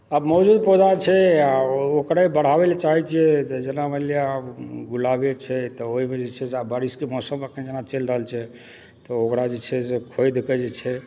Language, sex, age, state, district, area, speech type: Maithili, male, 45-60, Bihar, Supaul, rural, spontaneous